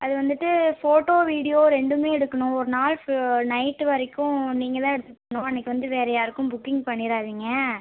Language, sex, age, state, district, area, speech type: Tamil, female, 18-30, Tamil Nadu, Tiruchirappalli, rural, conversation